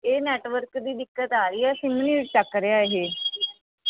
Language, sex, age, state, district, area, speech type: Punjabi, female, 18-30, Punjab, Barnala, urban, conversation